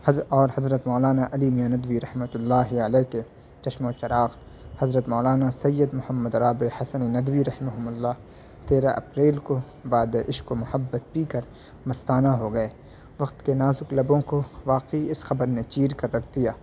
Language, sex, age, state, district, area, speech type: Urdu, male, 18-30, Delhi, South Delhi, urban, spontaneous